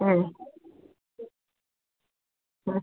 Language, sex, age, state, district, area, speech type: Hindi, female, 60+, Uttar Pradesh, Sitapur, rural, conversation